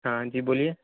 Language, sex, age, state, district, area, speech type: Urdu, male, 18-30, Delhi, North West Delhi, urban, conversation